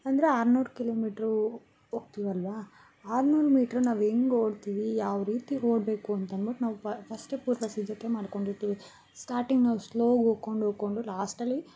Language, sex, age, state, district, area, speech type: Kannada, female, 18-30, Karnataka, Bangalore Rural, urban, spontaneous